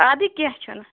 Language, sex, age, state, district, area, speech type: Kashmiri, female, 18-30, Jammu and Kashmir, Shopian, rural, conversation